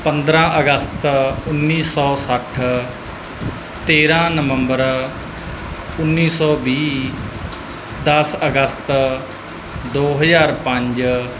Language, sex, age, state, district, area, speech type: Punjabi, male, 18-30, Punjab, Mansa, urban, spontaneous